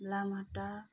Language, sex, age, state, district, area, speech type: Nepali, female, 45-60, West Bengal, Darjeeling, rural, spontaneous